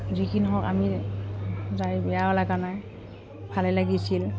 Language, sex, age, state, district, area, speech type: Assamese, female, 45-60, Assam, Udalguri, rural, spontaneous